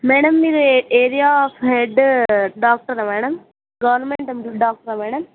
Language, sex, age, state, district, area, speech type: Telugu, female, 18-30, Telangana, Hyderabad, urban, conversation